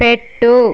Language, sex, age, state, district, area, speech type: Telugu, female, 30-45, Andhra Pradesh, Visakhapatnam, urban, read